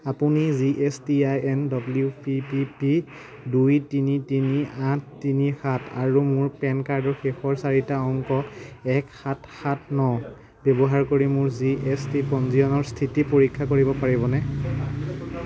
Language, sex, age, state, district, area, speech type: Assamese, male, 18-30, Assam, Majuli, urban, read